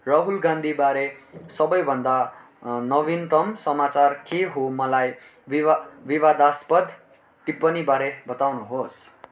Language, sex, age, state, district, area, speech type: Nepali, male, 18-30, West Bengal, Darjeeling, rural, read